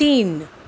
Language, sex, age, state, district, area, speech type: Marathi, female, 30-45, Maharashtra, Mumbai Suburban, urban, read